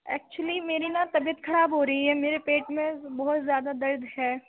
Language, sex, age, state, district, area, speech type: Urdu, female, 18-30, Delhi, Central Delhi, rural, conversation